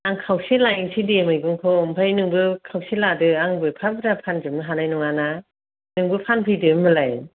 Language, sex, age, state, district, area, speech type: Bodo, female, 45-60, Assam, Kokrajhar, rural, conversation